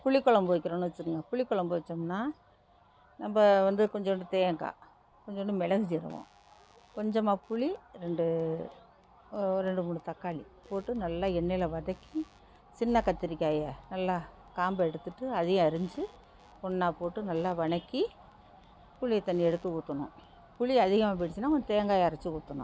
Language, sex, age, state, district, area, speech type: Tamil, female, 60+, Tamil Nadu, Thanjavur, rural, spontaneous